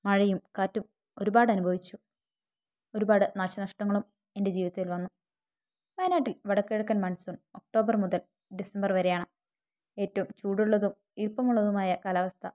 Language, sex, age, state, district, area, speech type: Malayalam, female, 18-30, Kerala, Wayanad, rural, spontaneous